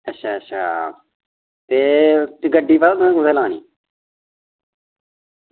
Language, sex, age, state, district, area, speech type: Dogri, male, 30-45, Jammu and Kashmir, Reasi, rural, conversation